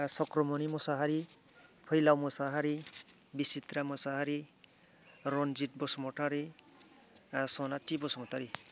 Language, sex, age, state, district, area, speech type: Bodo, male, 45-60, Assam, Kokrajhar, rural, spontaneous